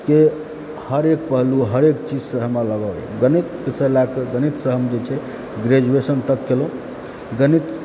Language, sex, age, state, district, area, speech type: Maithili, male, 18-30, Bihar, Supaul, rural, spontaneous